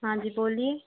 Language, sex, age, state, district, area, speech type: Hindi, female, 30-45, Madhya Pradesh, Hoshangabad, rural, conversation